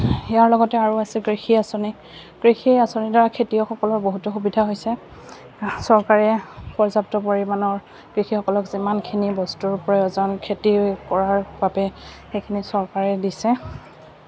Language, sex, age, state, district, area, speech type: Assamese, female, 18-30, Assam, Goalpara, rural, spontaneous